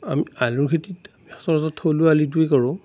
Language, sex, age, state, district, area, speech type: Assamese, male, 45-60, Assam, Darrang, rural, spontaneous